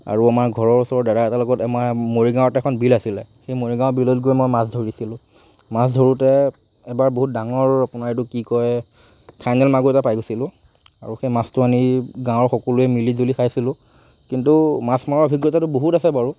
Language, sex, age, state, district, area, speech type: Assamese, male, 45-60, Assam, Morigaon, rural, spontaneous